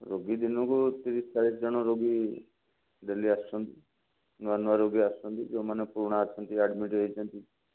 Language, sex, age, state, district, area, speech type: Odia, male, 45-60, Odisha, Jajpur, rural, conversation